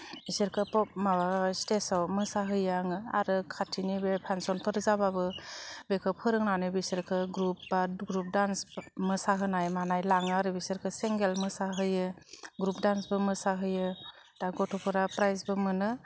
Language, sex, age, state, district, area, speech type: Bodo, female, 30-45, Assam, Udalguri, urban, spontaneous